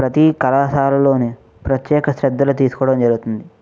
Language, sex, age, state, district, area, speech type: Telugu, male, 45-60, Andhra Pradesh, East Godavari, urban, spontaneous